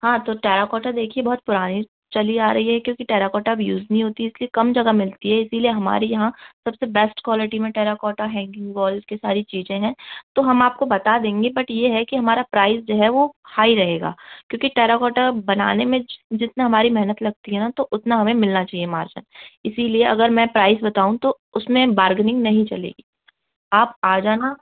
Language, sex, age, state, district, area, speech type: Hindi, female, 18-30, Madhya Pradesh, Gwalior, urban, conversation